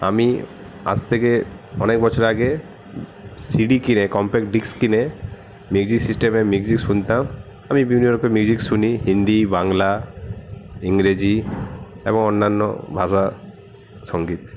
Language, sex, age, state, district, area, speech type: Bengali, male, 45-60, West Bengal, Paschim Bardhaman, urban, spontaneous